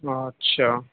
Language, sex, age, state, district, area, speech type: Urdu, male, 18-30, Delhi, North West Delhi, urban, conversation